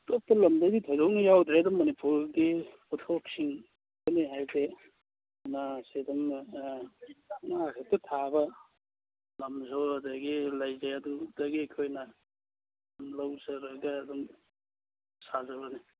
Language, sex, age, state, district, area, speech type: Manipuri, male, 30-45, Manipur, Churachandpur, rural, conversation